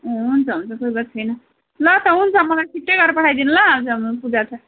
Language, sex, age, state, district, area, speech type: Nepali, female, 30-45, West Bengal, Darjeeling, rural, conversation